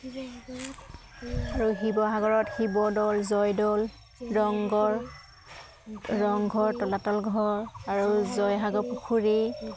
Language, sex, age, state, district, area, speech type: Assamese, female, 30-45, Assam, Udalguri, rural, spontaneous